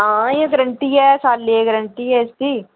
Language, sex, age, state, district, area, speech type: Dogri, female, 30-45, Jammu and Kashmir, Udhampur, urban, conversation